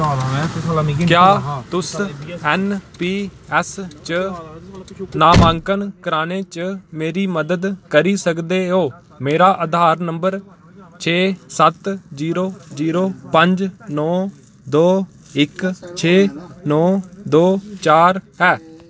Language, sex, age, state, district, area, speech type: Dogri, male, 18-30, Jammu and Kashmir, Kathua, rural, read